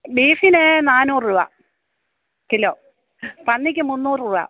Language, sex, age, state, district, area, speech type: Malayalam, female, 60+, Kerala, Pathanamthitta, rural, conversation